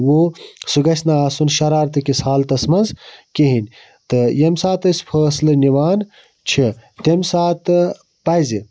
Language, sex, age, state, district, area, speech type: Kashmiri, male, 30-45, Jammu and Kashmir, Budgam, rural, spontaneous